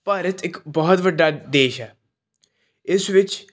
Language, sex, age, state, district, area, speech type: Punjabi, male, 18-30, Punjab, Pathankot, urban, spontaneous